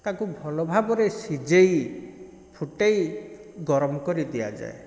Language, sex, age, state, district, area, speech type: Odia, male, 30-45, Odisha, Kendrapara, urban, spontaneous